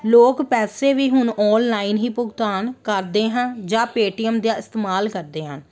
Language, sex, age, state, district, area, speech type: Punjabi, female, 30-45, Punjab, Amritsar, urban, spontaneous